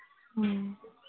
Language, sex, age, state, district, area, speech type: Manipuri, female, 45-60, Manipur, Churachandpur, urban, conversation